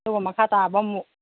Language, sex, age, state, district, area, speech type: Manipuri, female, 30-45, Manipur, Kangpokpi, urban, conversation